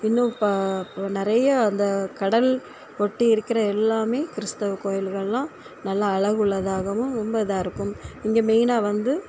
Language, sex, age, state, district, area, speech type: Tamil, female, 45-60, Tamil Nadu, Thoothukudi, urban, spontaneous